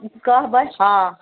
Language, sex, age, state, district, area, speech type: Maithili, female, 30-45, Bihar, Madhubani, rural, conversation